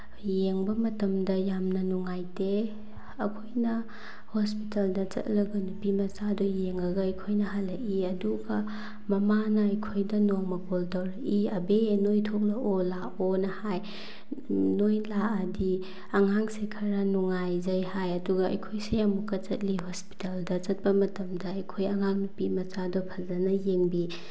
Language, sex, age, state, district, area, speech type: Manipuri, female, 18-30, Manipur, Bishnupur, rural, spontaneous